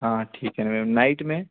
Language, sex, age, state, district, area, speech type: Hindi, male, 18-30, Madhya Pradesh, Betul, urban, conversation